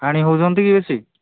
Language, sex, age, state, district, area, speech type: Odia, male, 45-60, Odisha, Angul, rural, conversation